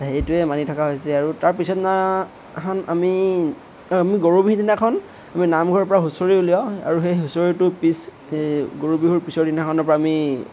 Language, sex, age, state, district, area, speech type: Assamese, male, 18-30, Assam, Tinsukia, urban, spontaneous